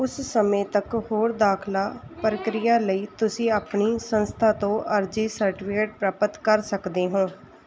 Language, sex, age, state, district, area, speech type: Punjabi, female, 30-45, Punjab, Mansa, urban, read